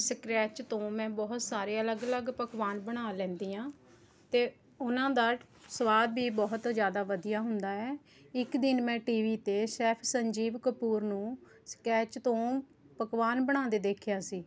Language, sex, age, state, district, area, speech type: Punjabi, female, 30-45, Punjab, Rupnagar, rural, spontaneous